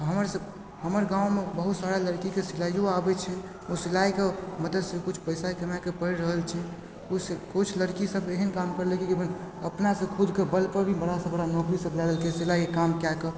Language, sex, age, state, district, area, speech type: Maithili, male, 18-30, Bihar, Supaul, rural, spontaneous